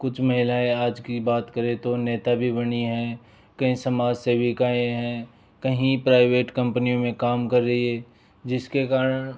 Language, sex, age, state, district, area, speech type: Hindi, male, 18-30, Rajasthan, Jaipur, urban, spontaneous